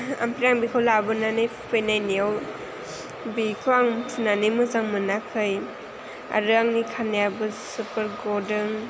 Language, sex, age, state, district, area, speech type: Bodo, female, 18-30, Assam, Chirang, rural, spontaneous